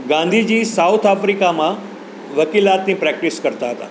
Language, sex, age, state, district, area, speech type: Gujarati, male, 60+, Gujarat, Rajkot, urban, spontaneous